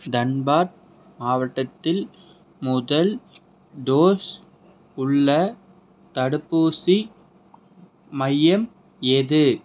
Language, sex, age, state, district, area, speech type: Tamil, male, 45-60, Tamil Nadu, Sivaganga, urban, read